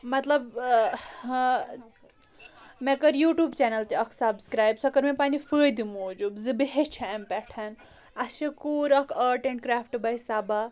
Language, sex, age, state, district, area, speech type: Kashmiri, female, 18-30, Jammu and Kashmir, Budgam, rural, spontaneous